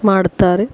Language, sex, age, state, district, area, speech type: Kannada, female, 45-60, Karnataka, Dakshina Kannada, rural, spontaneous